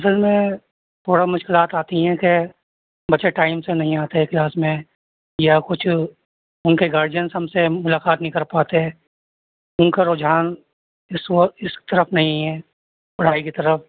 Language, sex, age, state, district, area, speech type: Urdu, male, 45-60, Uttar Pradesh, Rampur, urban, conversation